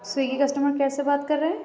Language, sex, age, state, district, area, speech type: Urdu, female, 18-30, Uttar Pradesh, Lucknow, rural, spontaneous